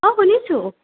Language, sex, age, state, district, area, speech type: Assamese, female, 18-30, Assam, Morigaon, rural, conversation